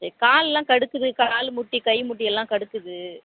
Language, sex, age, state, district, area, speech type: Tamil, female, 18-30, Tamil Nadu, Thanjavur, rural, conversation